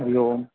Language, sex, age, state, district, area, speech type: Sanskrit, male, 18-30, Assam, Biswanath, rural, conversation